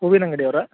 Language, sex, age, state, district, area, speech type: Kannada, male, 30-45, Karnataka, Udupi, urban, conversation